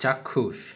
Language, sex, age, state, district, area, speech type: Bengali, male, 60+, West Bengal, Nadia, rural, read